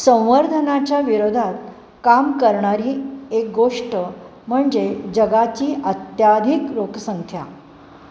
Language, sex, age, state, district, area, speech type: Marathi, female, 60+, Maharashtra, Pune, urban, read